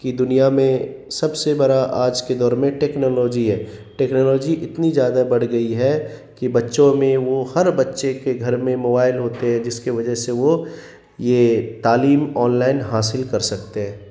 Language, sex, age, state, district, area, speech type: Urdu, male, 30-45, Bihar, Khagaria, rural, spontaneous